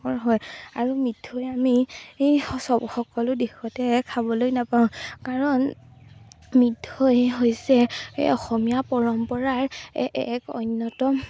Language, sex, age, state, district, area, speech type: Assamese, female, 18-30, Assam, Majuli, urban, spontaneous